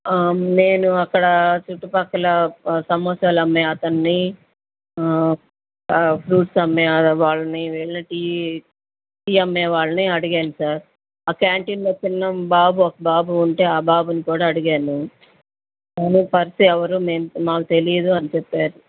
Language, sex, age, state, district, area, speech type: Telugu, female, 30-45, Andhra Pradesh, Bapatla, urban, conversation